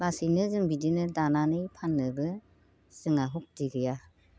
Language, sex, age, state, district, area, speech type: Bodo, female, 45-60, Assam, Baksa, rural, spontaneous